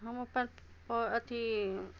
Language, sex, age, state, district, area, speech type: Maithili, female, 60+, Bihar, Madhubani, rural, spontaneous